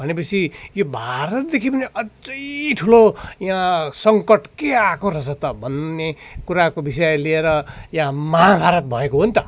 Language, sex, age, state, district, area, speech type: Nepali, male, 45-60, West Bengal, Darjeeling, rural, spontaneous